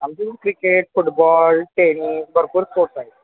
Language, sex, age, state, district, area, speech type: Marathi, male, 18-30, Maharashtra, Kolhapur, urban, conversation